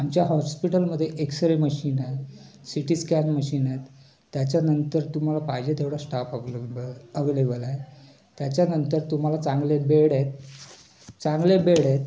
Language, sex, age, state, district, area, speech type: Marathi, male, 18-30, Maharashtra, Raigad, urban, spontaneous